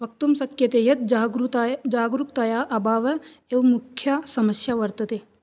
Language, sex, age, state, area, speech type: Sanskrit, female, 18-30, Rajasthan, rural, spontaneous